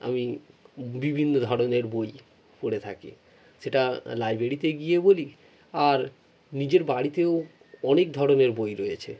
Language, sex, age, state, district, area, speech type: Bengali, male, 45-60, West Bengal, North 24 Parganas, urban, spontaneous